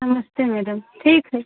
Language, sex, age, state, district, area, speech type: Hindi, female, 45-60, Uttar Pradesh, Ayodhya, rural, conversation